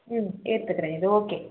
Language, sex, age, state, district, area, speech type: Tamil, female, 18-30, Tamil Nadu, Chengalpattu, urban, conversation